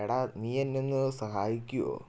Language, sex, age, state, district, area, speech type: Malayalam, male, 18-30, Kerala, Wayanad, rural, spontaneous